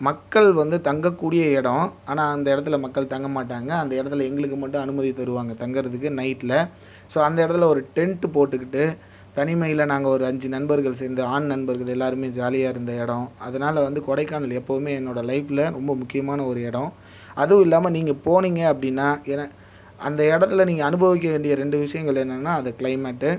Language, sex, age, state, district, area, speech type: Tamil, male, 30-45, Tamil Nadu, Viluppuram, urban, spontaneous